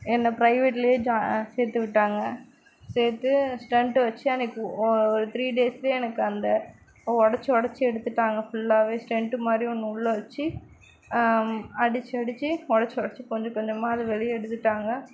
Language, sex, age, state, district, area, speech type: Tamil, female, 45-60, Tamil Nadu, Mayiladuthurai, urban, spontaneous